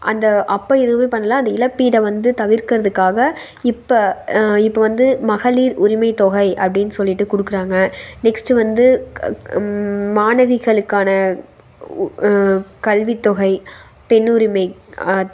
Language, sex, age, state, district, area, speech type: Tamil, female, 18-30, Tamil Nadu, Tiruppur, rural, spontaneous